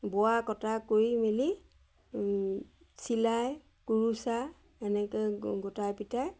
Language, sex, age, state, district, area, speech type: Assamese, female, 45-60, Assam, Majuli, urban, spontaneous